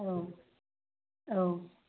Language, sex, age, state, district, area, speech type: Bodo, female, 30-45, Assam, Kokrajhar, rural, conversation